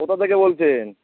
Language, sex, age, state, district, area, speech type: Bengali, male, 30-45, West Bengal, Darjeeling, rural, conversation